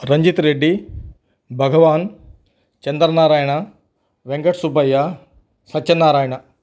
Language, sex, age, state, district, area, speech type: Telugu, male, 60+, Andhra Pradesh, Nellore, urban, spontaneous